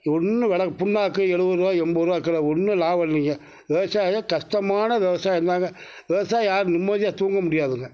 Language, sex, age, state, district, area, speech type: Tamil, male, 60+, Tamil Nadu, Mayiladuthurai, urban, spontaneous